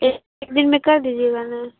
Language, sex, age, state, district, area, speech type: Urdu, female, 30-45, Bihar, Khagaria, rural, conversation